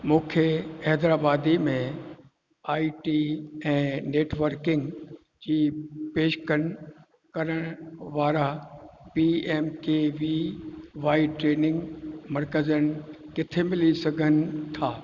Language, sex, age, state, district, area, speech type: Sindhi, male, 60+, Rajasthan, Ajmer, urban, read